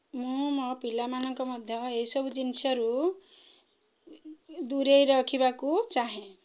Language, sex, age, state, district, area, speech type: Odia, female, 30-45, Odisha, Kendrapara, urban, spontaneous